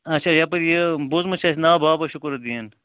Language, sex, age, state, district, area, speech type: Kashmiri, male, 45-60, Jammu and Kashmir, Baramulla, rural, conversation